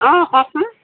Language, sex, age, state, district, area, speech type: Assamese, female, 45-60, Assam, Tinsukia, urban, conversation